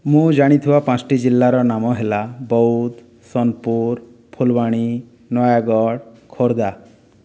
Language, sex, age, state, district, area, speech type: Odia, male, 18-30, Odisha, Boudh, rural, spontaneous